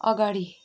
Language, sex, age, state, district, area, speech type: Nepali, female, 45-60, West Bengal, Darjeeling, rural, read